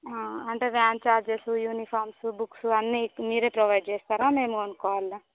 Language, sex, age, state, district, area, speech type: Telugu, female, 18-30, Andhra Pradesh, Visakhapatnam, urban, conversation